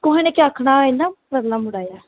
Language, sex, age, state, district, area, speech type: Dogri, female, 18-30, Jammu and Kashmir, Jammu, rural, conversation